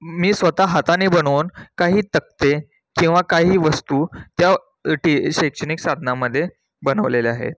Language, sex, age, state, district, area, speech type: Marathi, male, 18-30, Maharashtra, Satara, rural, spontaneous